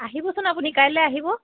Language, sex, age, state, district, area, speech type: Assamese, female, 30-45, Assam, Dhemaji, urban, conversation